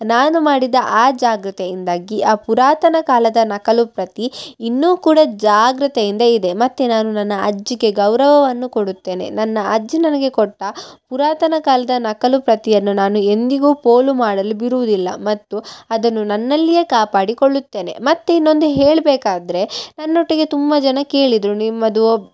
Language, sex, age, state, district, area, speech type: Kannada, female, 18-30, Karnataka, Udupi, rural, spontaneous